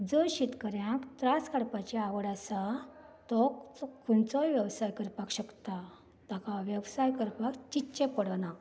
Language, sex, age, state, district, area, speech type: Goan Konkani, female, 45-60, Goa, Canacona, rural, spontaneous